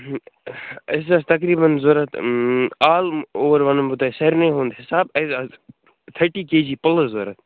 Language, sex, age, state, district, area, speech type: Kashmiri, male, 18-30, Jammu and Kashmir, Kupwara, urban, conversation